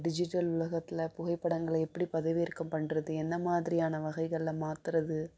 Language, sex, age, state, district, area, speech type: Tamil, female, 45-60, Tamil Nadu, Madurai, urban, spontaneous